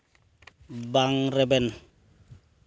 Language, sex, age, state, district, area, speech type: Santali, male, 45-60, West Bengal, Purulia, rural, read